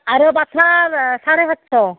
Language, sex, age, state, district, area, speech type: Assamese, female, 45-60, Assam, Barpeta, rural, conversation